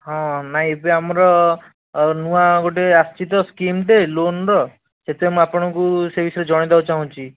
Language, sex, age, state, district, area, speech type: Odia, male, 45-60, Odisha, Khordha, rural, conversation